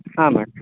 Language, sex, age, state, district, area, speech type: Kannada, male, 18-30, Karnataka, Koppal, rural, conversation